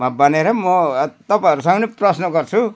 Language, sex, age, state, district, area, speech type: Nepali, male, 60+, West Bengal, Jalpaiguri, urban, spontaneous